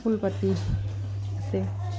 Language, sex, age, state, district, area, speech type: Assamese, female, 45-60, Assam, Udalguri, rural, spontaneous